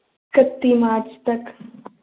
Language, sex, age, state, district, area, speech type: Dogri, female, 18-30, Jammu and Kashmir, Samba, urban, conversation